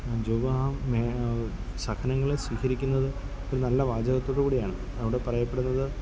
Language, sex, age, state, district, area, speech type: Malayalam, male, 30-45, Kerala, Kollam, rural, spontaneous